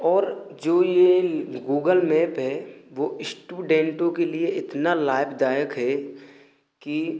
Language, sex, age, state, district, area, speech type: Hindi, male, 18-30, Rajasthan, Bharatpur, rural, spontaneous